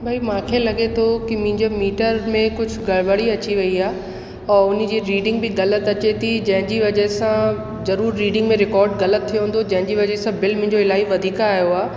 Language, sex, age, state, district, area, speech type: Sindhi, female, 30-45, Uttar Pradesh, Lucknow, urban, spontaneous